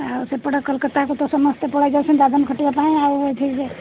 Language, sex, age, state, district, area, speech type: Odia, female, 45-60, Odisha, Sundergarh, rural, conversation